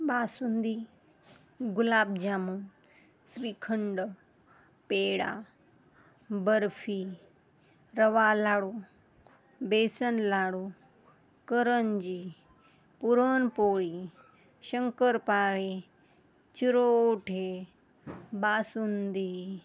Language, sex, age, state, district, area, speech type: Marathi, female, 30-45, Maharashtra, Osmanabad, rural, spontaneous